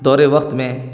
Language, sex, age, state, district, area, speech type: Urdu, male, 30-45, Bihar, Darbhanga, rural, spontaneous